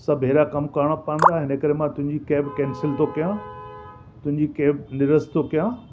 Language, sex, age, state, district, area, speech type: Sindhi, male, 60+, Delhi, South Delhi, urban, spontaneous